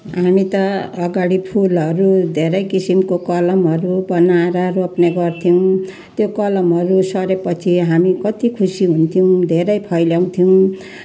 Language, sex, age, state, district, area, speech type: Nepali, female, 60+, West Bengal, Jalpaiguri, urban, spontaneous